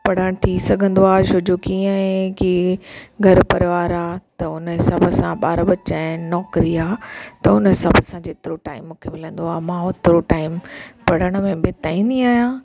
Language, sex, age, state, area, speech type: Sindhi, female, 30-45, Chhattisgarh, urban, spontaneous